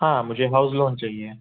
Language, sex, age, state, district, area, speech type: Hindi, male, 18-30, Madhya Pradesh, Indore, urban, conversation